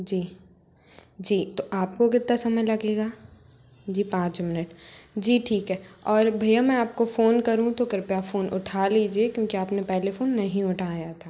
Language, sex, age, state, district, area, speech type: Hindi, female, 30-45, Madhya Pradesh, Bhopal, urban, spontaneous